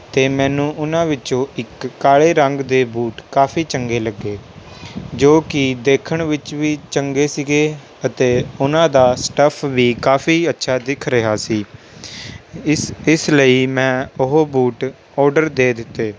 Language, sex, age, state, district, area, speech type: Punjabi, male, 18-30, Punjab, Rupnagar, urban, spontaneous